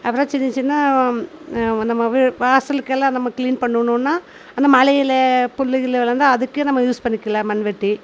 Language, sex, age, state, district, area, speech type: Tamil, female, 45-60, Tamil Nadu, Coimbatore, rural, spontaneous